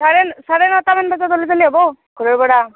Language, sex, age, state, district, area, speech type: Assamese, female, 18-30, Assam, Barpeta, rural, conversation